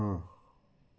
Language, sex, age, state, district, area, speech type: Punjabi, male, 45-60, Punjab, Fazilka, rural, read